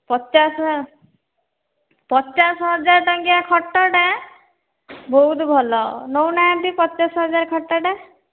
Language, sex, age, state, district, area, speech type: Odia, female, 30-45, Odisha, Boudh, rural, conversation